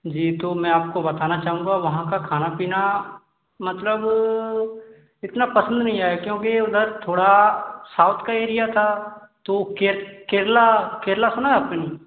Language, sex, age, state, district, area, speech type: Hindi, male, 18-30, Madhya Pradesh, Gwalior, urban, conversation